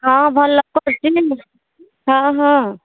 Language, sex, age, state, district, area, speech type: Odia, female, 30-45, Odisha, Nayagarh, rural, conversation